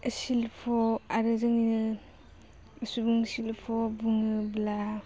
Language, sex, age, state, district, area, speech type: Bodo, female, 18-30, Assam, Baksa, rural, spontaneous